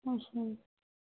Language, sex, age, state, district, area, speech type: Punjabi, female, 30-45, Punjab, Hoshiarpur, rural, conversation